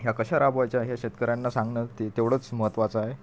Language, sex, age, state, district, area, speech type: Marathi, male, 30-45, Maharashtra, Washim, rural, spontaneous